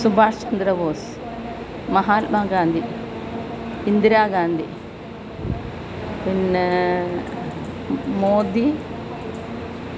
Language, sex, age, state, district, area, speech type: Malayalam, female, 60+, Kerala, Alappuzha, urban, spontaneous